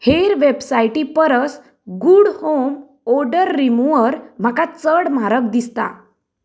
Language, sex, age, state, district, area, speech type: Goan Konkani, female, 30-45, Goa, Canacona, rural, read